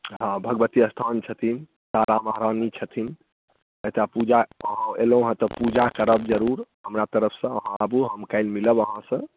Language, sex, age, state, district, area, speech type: Maithili, male, 18-30, Bihar, Saharsa, rural, conversation